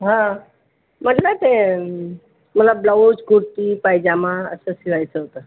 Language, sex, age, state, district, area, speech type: Marathi, female, 45-60, Maharashtra, Buldhana, rural, conversation